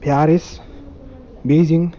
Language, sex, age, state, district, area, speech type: Sanskrit, male, 18-30, Karnataka, Uttara Kannada, rural, spontaneous